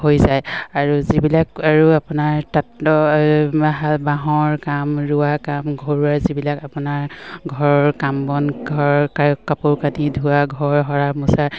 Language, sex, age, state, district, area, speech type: Assamese, female, 45-60, Assam, Dibrugarh, rural, spontaneous